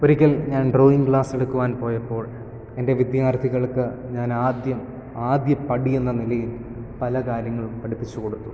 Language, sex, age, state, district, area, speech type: Malayalam, male, 18-30, Kerala, Kottayam, rural, spontaneous